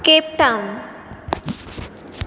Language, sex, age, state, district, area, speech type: Goan Konkani, female, 18-30, Goa, Ponda, rural, spontaneous